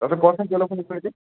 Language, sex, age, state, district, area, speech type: Assamese, male, 45-60, Assam, Morigaon, rural, conversation